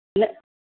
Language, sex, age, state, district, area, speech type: Sindhi, female, 30-45, Uttar Pradesh, Lucknow, urban, conversation